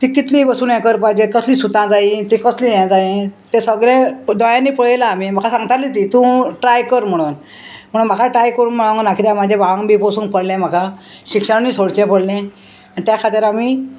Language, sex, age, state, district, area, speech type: Goan Konkani, female, 60+, Goa, Salcete, rural, spontaneous